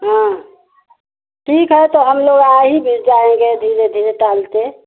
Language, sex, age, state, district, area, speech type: Hindi, female, 60+, Uttar Pradesh, Mau, urban, conversation